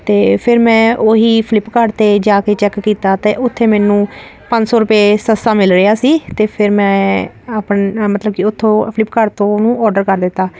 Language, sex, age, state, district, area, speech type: Punjabi, female, 30-45, Punjab, Ludhiana, urban, spontaneous